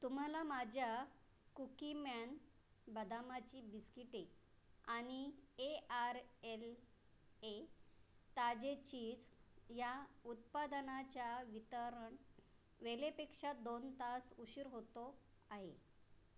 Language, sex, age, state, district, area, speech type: Marathi, female, 30-45, Maharashtra, Raigad, rural, read